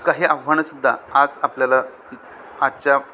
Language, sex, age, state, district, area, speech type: Marathi, male, 45-60, Maharashtra, Thane, rural, spontaneous